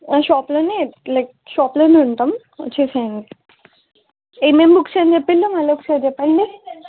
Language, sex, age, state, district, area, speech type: Telugu, female, 30-45, Telangana, Siddipet, urban, conversation